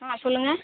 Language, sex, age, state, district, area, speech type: Tamil, female, 45-60, Tamil Nadu, Cuddalore, rural, conversation